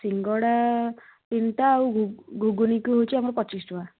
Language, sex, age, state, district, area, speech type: Odia, female, 18-30, Odisha, Kendujhar, urban, conversation